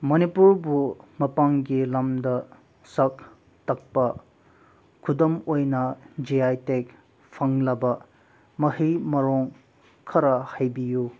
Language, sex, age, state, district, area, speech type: Manipuri, male, 18-30, Manipur, Senapati, rural, spontaneous